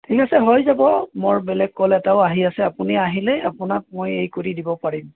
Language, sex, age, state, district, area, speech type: Assamese, male, 45-60, Assam, Golaghat, rural, conversation